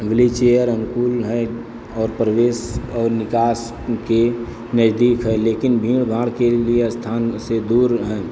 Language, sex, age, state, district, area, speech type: Hindi, male, 18-30, Uttar Pradesh, Azamgarh, rural, read